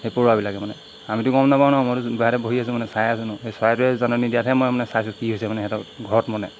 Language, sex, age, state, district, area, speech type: Assamese, male, 45-60, Assam, Golaghat, rural, spontaneous